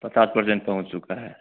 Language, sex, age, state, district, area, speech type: Hindi, male, 18-30, Bihar, Begusarai, rural, conversation